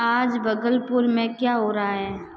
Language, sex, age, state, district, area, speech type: Hindi, female, 45-60, Rajasthan, Jodhpur, urban, read